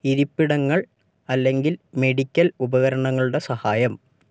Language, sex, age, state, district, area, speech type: Malayalam, male, 18-30, Kerala, Wayanad, rural, read